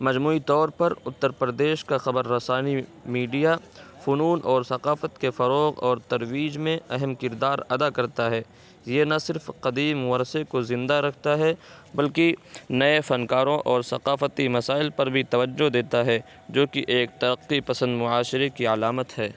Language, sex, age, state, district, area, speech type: Urdu, male, 18-30, Uttar Pradesh, Saharanpur, urban, spontaneous